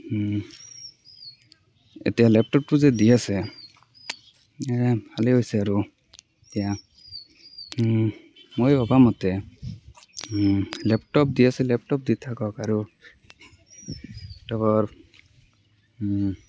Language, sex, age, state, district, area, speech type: Assamese, male, 18-30, Assam, Barpeta, rural, spontaneous